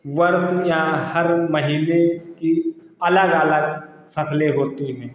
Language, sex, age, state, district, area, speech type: Hindi, male, 45-60, Uttar Pradesh, Lucknow, rural, spontaneous